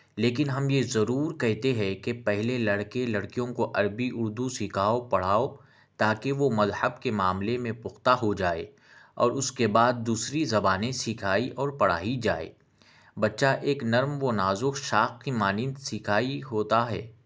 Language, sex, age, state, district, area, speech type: Urdu, male, 30-45, Telangana, Hyderabad, urban, spontaneous